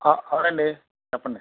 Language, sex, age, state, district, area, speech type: Telugu, male, 45-60, Andhra Pradesh, Krishna, rural, conversation